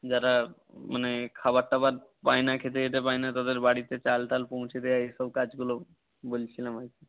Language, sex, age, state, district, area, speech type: Bengali, male, 18-30, West Bengal, Jalpaiguri, rural, conversation